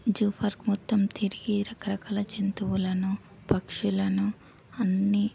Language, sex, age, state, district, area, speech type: Telugu, female, 18-30, Telangana, Hyderabad, urban, spontaneous